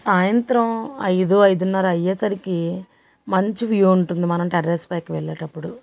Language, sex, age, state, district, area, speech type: Telugu, female, 45-60, Telangana, Mancherial, urban, spontaneous